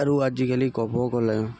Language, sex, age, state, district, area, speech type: Assamese, male, 18-30, Assam, Tinsukia, rural, spontaneous